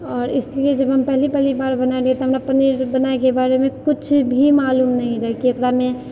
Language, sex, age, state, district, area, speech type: Maithili, female, 30-45, Bihar, Purnia, rural, spontaneous